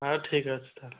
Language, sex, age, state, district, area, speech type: Odia, male, 18-30, Odisha, Kendujhar, urban, conversation